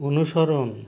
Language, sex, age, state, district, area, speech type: Bengali, male, 60+, West Bengal, North 24 Parganas, rural, read